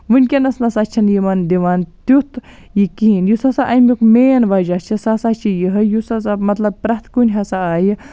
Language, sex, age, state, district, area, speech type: Kashmiri, female, 18-30, Jammu and Kashmir, Baramulla, rural, spontaneous